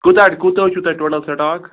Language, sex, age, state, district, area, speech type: Kashmiri, male, 18-30, Jammu and Kashmir, Ganderbal, rural, conversation